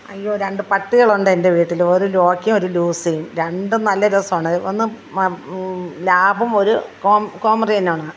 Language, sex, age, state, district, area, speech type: Malayalam, female, 45-60, Kerala, Thiruvananthapuram, rural, spontaneous